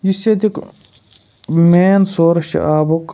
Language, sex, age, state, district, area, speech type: Kashmiri, male, 18-30, Jammu and Kashmir, Ganderbal, rural, spontaneous